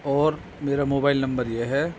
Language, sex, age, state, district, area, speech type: Urdu, male, 45-60, Delhi, North East Delhi, urban, spontaneous